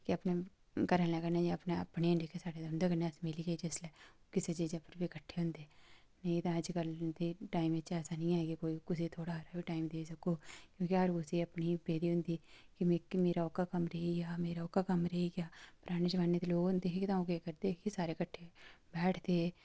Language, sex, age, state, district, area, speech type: Dogri, female, 30-45, Jammu and Kashmir, Udhampur, urban, spontaneous